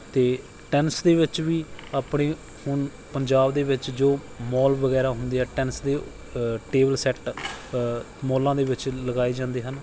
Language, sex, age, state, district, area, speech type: Punjabi, male, 30-45, Punjab, Bathinda, rural, spontaneous